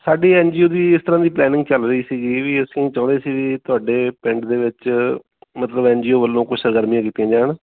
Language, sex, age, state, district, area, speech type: Punjabi, male, 45-60, Punjab, Bathinda, urban, conversation